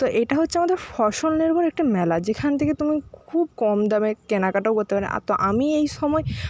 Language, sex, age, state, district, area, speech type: Bengali, female, 30-45, West Bengal, Jhargram, rural, spontaneous